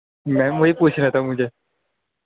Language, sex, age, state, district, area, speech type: Urdu, female, 18-30, Delhi, Central Delhi, urban, conversation